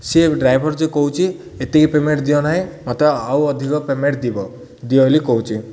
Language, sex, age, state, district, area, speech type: Odia, male, 30-45, Odisha, Ganjam, urban, spontaneous